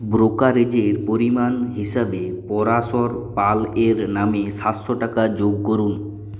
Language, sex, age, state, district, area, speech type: Bengali, male, 45-60, West Bengal, Purulia, urban, read